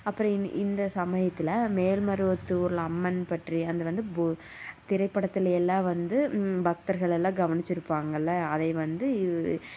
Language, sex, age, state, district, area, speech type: Tamil, female, 18-30, Tamil Nadu, Tiruppur, rural, spontaneous